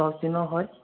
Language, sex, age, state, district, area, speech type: Assamese, male, 18-30, Assam, Sonitpur, rural, conversation